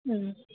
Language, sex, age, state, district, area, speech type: Telugu, female, 18-30, Telangana, Khammam, urban, conversation